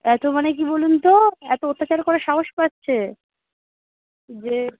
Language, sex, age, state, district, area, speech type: Bengali, female, 45-60, West Bengal, Darjeeling, urban, conversation